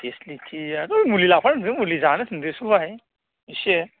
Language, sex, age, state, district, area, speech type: Bodo, male, 30-45, Assam, Chirang, rural, conversation